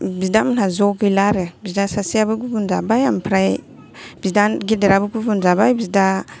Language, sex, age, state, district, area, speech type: Bodo, female, 30-45, Assam, Kokrajhar, urban, spontaneous